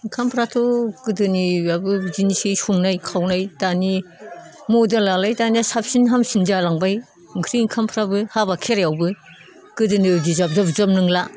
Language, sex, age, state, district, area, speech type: Bodo, female, 60+, Assam, Udalguri, rural, spontaneous